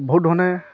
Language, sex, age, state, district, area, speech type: Assamese, male, 30-45, Assam, Charaideo, rural, spontaneous